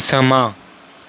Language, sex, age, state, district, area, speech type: Punjabi, male, 18-30, Punjab, Rupnagar, urban, read